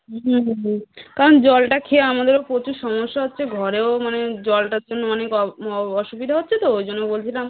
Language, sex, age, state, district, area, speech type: Bengali, female, 30-45, West Bengal, South 24 Parganas, rural, conversation